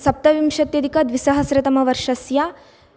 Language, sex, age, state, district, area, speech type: Sanskrit, female, 18-30, Karnataka, Bagalkot, urban, spontaneous